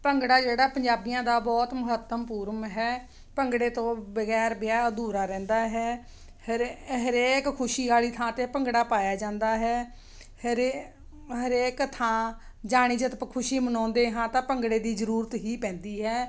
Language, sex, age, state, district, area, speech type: Punjabi, female, 45-60, Punjab, Ludhiana, urban, spontaneous